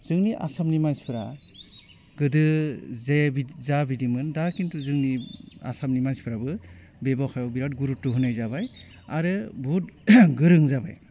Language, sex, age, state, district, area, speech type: Bodo, male, 60+, Assam, Udalguri, urban, spontaneous